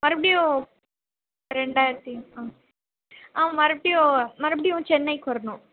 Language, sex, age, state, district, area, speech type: Tamil, female, 18-30, Tamil Nadu, Krishnagiri, rural, conversation